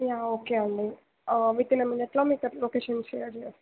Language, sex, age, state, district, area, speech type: Telugu, female, 18-30, Telangana, Mancherial, rural, conversation